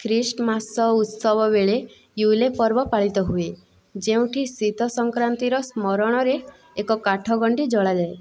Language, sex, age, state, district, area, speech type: Odia, female, 18-30, Odisha, Boudh, rural, read